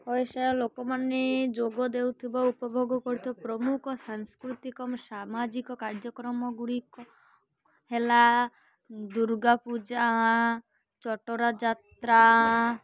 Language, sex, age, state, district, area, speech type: Odia, female, 30-45, Odisha, Malkangiri, urban, spontaneous